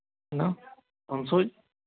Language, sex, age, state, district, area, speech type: Punjabi, male, 18-30, Punjab, Shaheed Bhagat Singh Nagar, rural, conversation